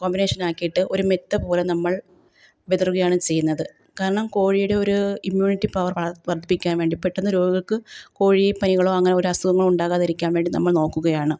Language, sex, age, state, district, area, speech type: Malayalam, female, 30-45, Kerala, Kottayam, rural, spontaneous